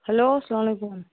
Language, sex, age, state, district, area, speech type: Kashmiri, female, 30-45, Jammu and Kashmir, Baramulla, rural, conversation